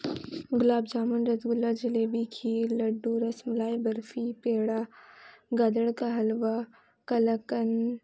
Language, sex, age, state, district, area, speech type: Urdu, female, 18-30, West Bengal, Kolkata, urban, spontaneous